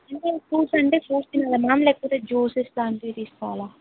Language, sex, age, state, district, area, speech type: Telugu, female, 30-45, Telangana, Ranga Reddy, rural, conversation